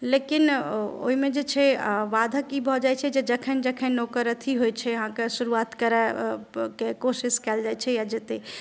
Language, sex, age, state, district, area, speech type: Maithili, female, 30-45, Bihar, Madhubani, rural, spontaneous